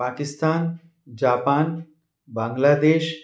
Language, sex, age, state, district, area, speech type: Hindi, male, 45-60, Madhya Pradesh, Ujjain, urban, spontaneous